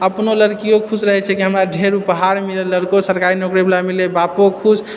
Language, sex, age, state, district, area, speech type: Maithili, male, 30-45, Bihar, Purnia, urban, spontaneous